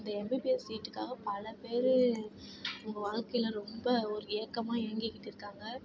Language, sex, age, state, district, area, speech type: Tamil, female, 30-45, Tamil Nadu, Tiruvarur, rural, spontaneous